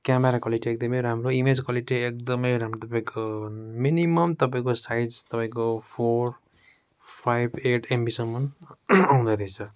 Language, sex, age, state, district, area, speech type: Nepali, male, 30-45, West Bengal, Darjeeling, rural, spontaneous